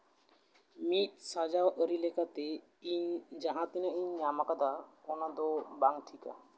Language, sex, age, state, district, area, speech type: Santali, male, 18-30, West Bengal, Malda, rural, read